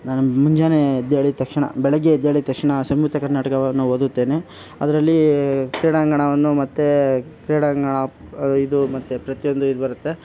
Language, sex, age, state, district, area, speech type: Kannada, male, 18-30, Karnataka, Kolar, rural, spontaneous